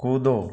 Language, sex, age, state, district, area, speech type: Hindi, male, 30-45, Rajasthan, Nagaur, rural, read